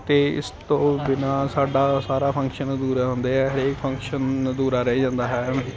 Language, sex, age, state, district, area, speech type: Punjabi, male, 18-30, Punjab, Ludhiana, urban, spontaneous